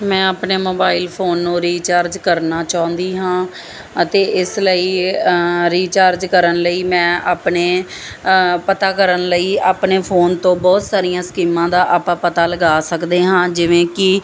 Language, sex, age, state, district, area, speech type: Punjabi, female, 30-45, Punjab, Muktsar, urban, spontaneous